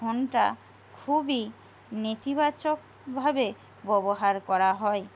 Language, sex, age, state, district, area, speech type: Bengali, female, 45-60, West Bengal, Jhargram, rural, spontaneous